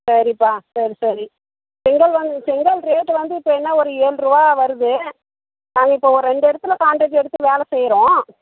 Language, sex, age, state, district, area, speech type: Tamil, female, 30-45, Tamil Nadu, Dharmapuri, rural, conversation